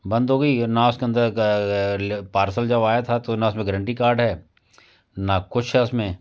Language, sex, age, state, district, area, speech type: Hindi, male, 45-60, Madhya Pradesh, Jabalpur, urban, spontaneous